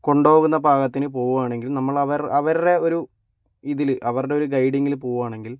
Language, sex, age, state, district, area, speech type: Malayalam, male, 18-30, Kerala, Kozhikode, urban, spontaneous